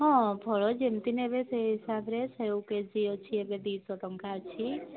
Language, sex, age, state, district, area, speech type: Odia, female, 18-30, Odisha, Mayurbhanj, rural, conversation